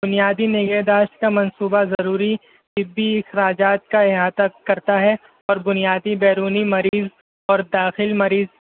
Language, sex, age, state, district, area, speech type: Urdu, male, 18-30, Maharashtra, Nashik, urban, conversation